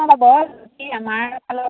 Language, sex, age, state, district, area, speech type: Assamese, female, 18-30, Assam, Majuli, urban, conversation